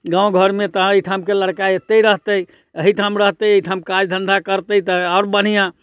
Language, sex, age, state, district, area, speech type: Maithili, male, 60+, Bihar, Muzaffarpur, urban, spontaneous